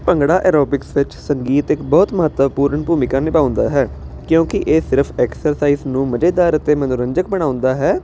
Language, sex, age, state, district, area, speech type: Punjabi, male, 30-45, Punjab, Jalandhar, urban, spontaneous